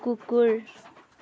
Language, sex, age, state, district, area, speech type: Nepali, female, 18-30, West Bengal, Kalimpong, rural, read